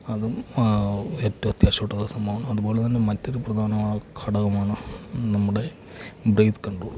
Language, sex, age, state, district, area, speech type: Malayalam, male, 45-60, Kerala, Alappuzha, rural, spontaneous